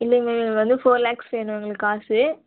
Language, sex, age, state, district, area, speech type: Tamil, female, 18-30, Tamil Nadu, Vellore, urban, conversation